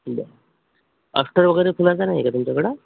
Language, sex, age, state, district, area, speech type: Marathi, male, 45-60, Maharashtra, Amravati, rural, conversation